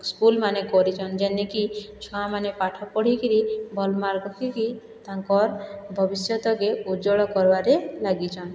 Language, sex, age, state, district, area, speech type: Odia, female, 60+, Odisha, Boudh, rural, spontaneous